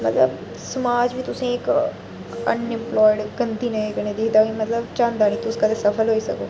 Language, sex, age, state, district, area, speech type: Dogri, female, 30-45, Jammu and Kashmir, Reasi, urban, spontaneous